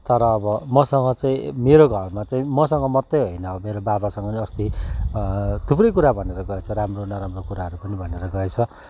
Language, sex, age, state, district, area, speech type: Nepali, male, 45-60, West Bengal, Kalimpong, rural, spontaneous